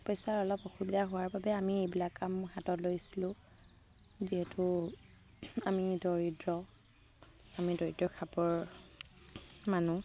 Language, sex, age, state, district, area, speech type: Assamese, female, 18-30, Assam, Dibrugarh, rural, spontaneous